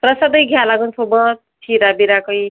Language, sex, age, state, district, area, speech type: Marathi, female, 30-45, Maharashtra, Amravati, rural, conversation